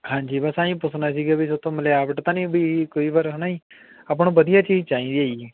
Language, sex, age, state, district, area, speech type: Punjabi, male, 18-30, Punjab, Barnala, rural, conversation